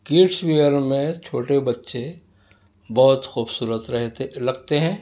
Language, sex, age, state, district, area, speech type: Urdu, male, 60+, Telangana, Hyderabad, urban, spontaneous